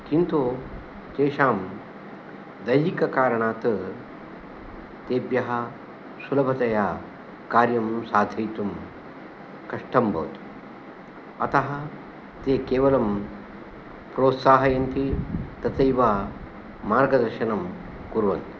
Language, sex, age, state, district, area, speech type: Sanskrit, male, 60+, Karnataka, Udupi, rural, spontaneous